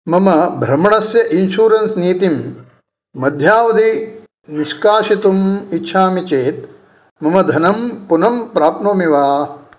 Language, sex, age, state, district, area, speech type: Sanskrit, male, 60+, Karnataka, Dakshina Kannada, urban, read